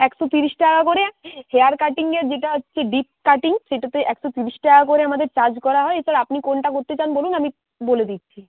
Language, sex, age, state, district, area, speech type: Bengali, female, 18-30, West Bengal, Uttar Dinajpur, rural, conversation